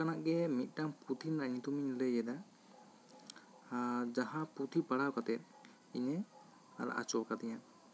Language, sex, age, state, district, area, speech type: Santali, male, 18-30, West Bengal, Bankura, rural, spontaneous